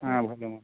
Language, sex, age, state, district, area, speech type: Bengali, male, 18-30, West Bengal, Jhargram, rural, conversation